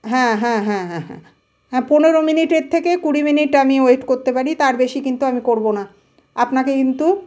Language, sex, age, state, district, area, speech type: Bengali, female, 45-60, West Bengal, Malda, rural, spontaneous